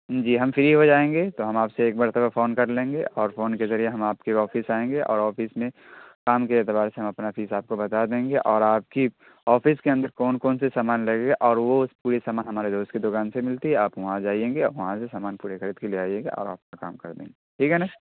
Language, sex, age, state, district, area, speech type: Urdu, male, 30-45, Bihar, Darbhanga, urban, conversation